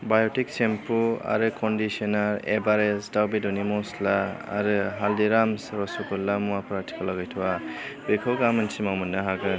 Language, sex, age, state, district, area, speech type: Bodo, male, 30-45, Assam, Chirang, rural, read